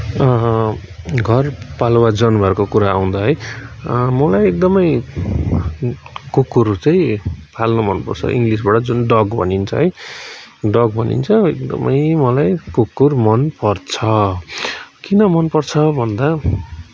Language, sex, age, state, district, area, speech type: Nepali, male, 30-45, West Bengal, Kalimpong, rural, spontaneous